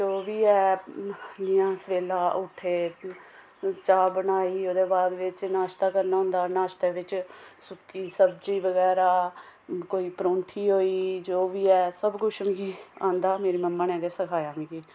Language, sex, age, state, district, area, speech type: Dogri, female, 30-45, Jammu and Kashmir, Samba, rural, spontaneous